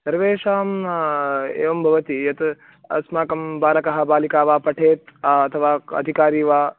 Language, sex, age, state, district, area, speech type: Sanskrit, male, 18-30, Karnataka, Chikkamagaluru, urban, conversation